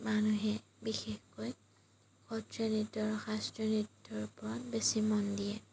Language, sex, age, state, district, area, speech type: Assamese, female, 30-45, Assam, Majuli, urban, spontaneous